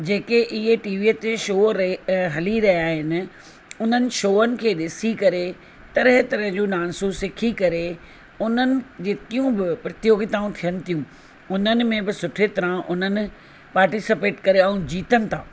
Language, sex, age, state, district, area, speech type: Sindhi, female, 45-60, Rajasthan, Ajmer, urban, spontaneous